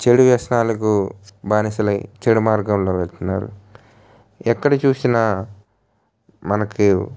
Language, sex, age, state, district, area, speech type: Telugu, male, 18-30, Andhra Pradesh, N T Rama Rao, urban, spontaneous